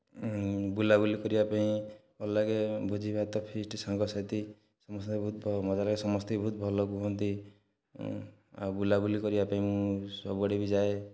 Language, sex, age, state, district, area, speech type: Odia, male, 30-45, Odisha, Dhenkanal, rural, spontaneous